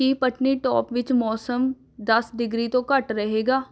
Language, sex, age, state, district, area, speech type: Punjabi, female, 18-30, Punjab, Rupnagar, urban, read